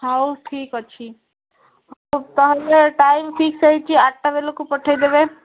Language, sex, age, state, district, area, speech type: Odia, female, 30-45, Odisha, Malkangiri, urban, conversation